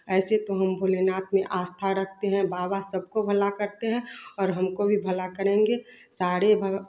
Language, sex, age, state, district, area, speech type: Hindi, female, 30-45, Bihar, Samastipur, rural, spontaneous